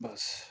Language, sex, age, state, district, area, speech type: Urdu, male, 18-30, Delhi, North East Delhi, urban, spontaneous